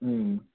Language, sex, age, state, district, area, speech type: Kannada, male, 30-45, Karnataka, Mandya, rural, conversation